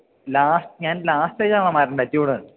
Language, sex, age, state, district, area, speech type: Malayalam, male, 18-30, Kerala, Idukki, rural, conversation